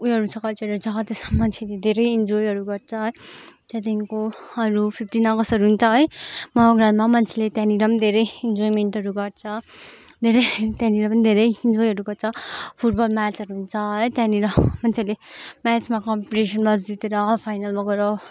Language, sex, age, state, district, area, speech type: Nepali, female, 18-30, West Bengal, Kalimpong, rural, spontaneous